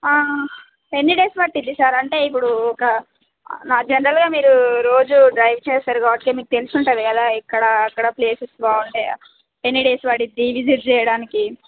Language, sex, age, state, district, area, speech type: Telugu, female, 18-30, Telangana, Sangareddy, rural, conversation